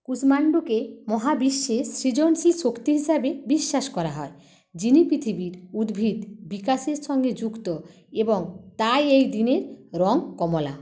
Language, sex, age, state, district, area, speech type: Bengali, female, 30-45, West Bengal, Paschim Medinipur, rural, read